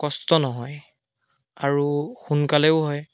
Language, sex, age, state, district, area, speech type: Assamese, male, 18-30, Assam, Biswanath, rural, spontaneous